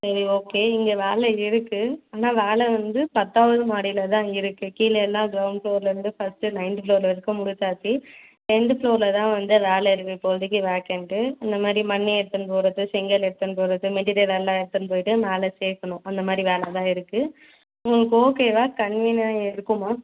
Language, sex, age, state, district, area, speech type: Tamil, female, 18-30, Tamil Nadu, Ranipet, urban, conversation